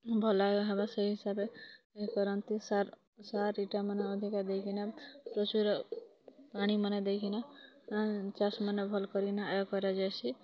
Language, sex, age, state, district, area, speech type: Odia, female, 30-45, Odisha, Kalahandi, rural, spontaneous